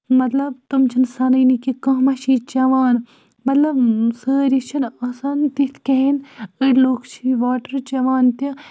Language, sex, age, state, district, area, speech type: Kashmiri, female, 30-45, Jammu and Kashmir, Baramulla, rural, spontaneous